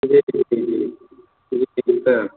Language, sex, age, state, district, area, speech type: Hindi, male, 18-30, Uttar Pradesh, Azamgarh, rural, conversation